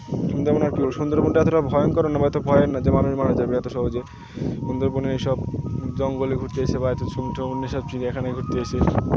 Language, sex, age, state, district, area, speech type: Bengali, male, 18-30, West Bengal, Birbhum, urban, spontaneous